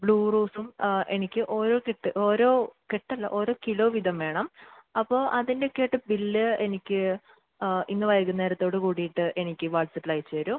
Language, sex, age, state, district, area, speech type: Malayalam, female, 18-30, Kerala, Thrissur, rural, conversation